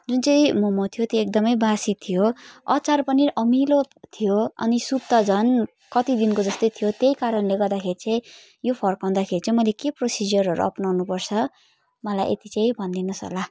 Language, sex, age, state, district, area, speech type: Nepali, female, 18-30, West Bengal, Darjeeling, rural, spontaneous